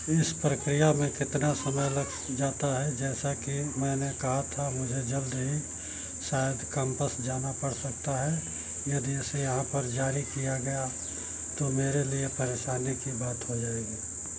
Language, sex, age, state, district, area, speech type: Hindi, male, 60+, Uttar Pradesh, Mau, rural, read